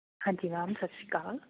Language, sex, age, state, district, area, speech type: Punjabi, female, 30-45, Punjab, Patiala, rural, conversation